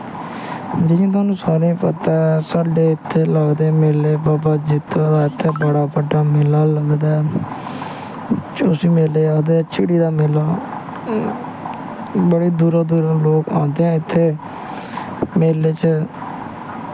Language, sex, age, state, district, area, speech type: Dogri, male, 18-30, Jammu and Kashmir, Samba, rural, spontaneous